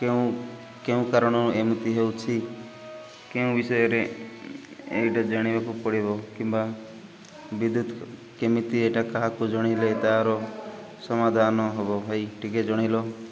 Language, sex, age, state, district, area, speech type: Odia, male, 30-45, Odisha, Nabarangpur, urban, spontaneous